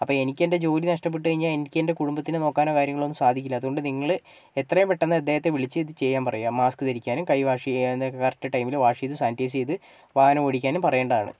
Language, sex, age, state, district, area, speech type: Malayalam, male, 30-45, Kerala, Wayanad, rural, spontaneous